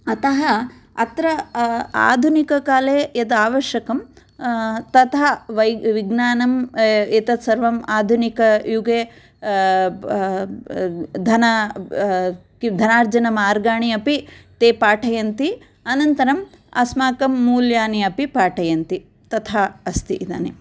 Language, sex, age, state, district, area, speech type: Sanskrit, female, 45-60, Andhra Pradesh, Kurnool, urban, spontaneous